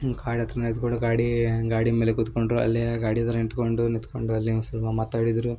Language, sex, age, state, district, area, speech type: Kannada, male, 18-30, Karnataka, Uttara Kannada, rural, spontaneous